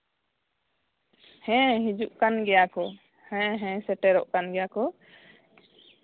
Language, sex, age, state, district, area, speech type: Santali, female, 18-30, West Bengal, Birbhum, rural, conversation